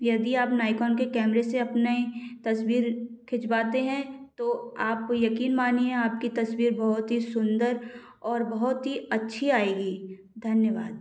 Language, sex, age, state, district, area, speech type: Hindi, female, 18-30, Madhya Pradesh, Gwalior, rural, spontaneous